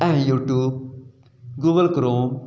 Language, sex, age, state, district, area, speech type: Sindhi, male, 30-45, Uttar Pradesh, Lucknow, urban, spontaneous